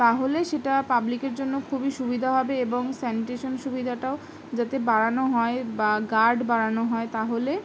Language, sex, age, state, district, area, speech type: Bengali, female, 18-30, West Bengal, Howrah, urban, spontaneous